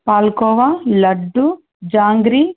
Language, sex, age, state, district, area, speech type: Telugu, female, 30-45, Andhra Pradesh, Sri Satya Sai, urban, conversation